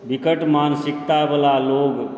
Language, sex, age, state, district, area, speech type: Maithili, male, 45-60, Bihar, Supaul, urban, spontaneous